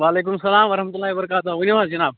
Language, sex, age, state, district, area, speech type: Kashmiri, male, 18-30, Jammu and Kashmir, Kulgam, rural, conversation